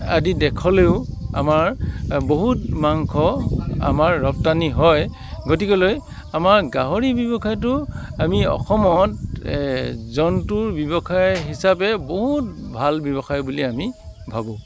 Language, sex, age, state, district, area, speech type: Assamese, male, 45-60, Assam, Dibrugarh, rural, spontaneous